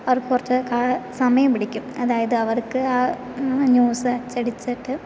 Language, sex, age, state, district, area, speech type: Malayalam, female, 18-30, Kerala, Thrissur, rural, spontaneous